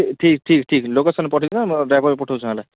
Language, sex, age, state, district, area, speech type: Odia, male, 18-30, Odisha, Kalahandi, rural, conversation